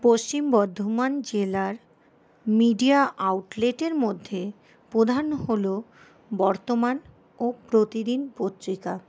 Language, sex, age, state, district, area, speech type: Bengali, female, 60+, West Bengal, Paschim Bardhaman, urban, spontaneous